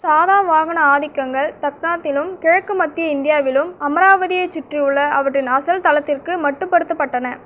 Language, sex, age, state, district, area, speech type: Tamil, female, 18-30, Tamil Nadu, Cuddalore, rural, read